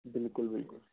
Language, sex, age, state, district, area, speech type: Kashmiri, male, 30-45, Jammu and Kashmir, Anantnag, rural, conversation